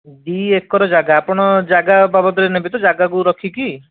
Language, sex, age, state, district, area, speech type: Odia, male, 45-60, Odisha, Khordha, rural, conversation